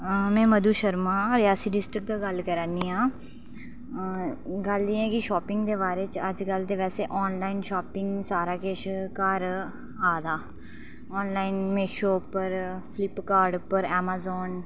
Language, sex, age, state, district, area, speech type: Dogri, female, 30-45, Jammu and Kashmir, Reasi, rural, spontaneous